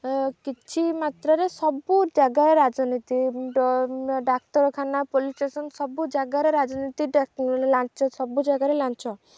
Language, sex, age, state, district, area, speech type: Odia, female, 18-30, Odisha, Jagatsinghpur, urban, spontaneous